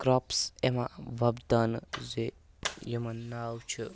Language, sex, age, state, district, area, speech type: Kashmiri, male, 18-30, Jammu and Kashmir, Kupwara, rural, spontaneous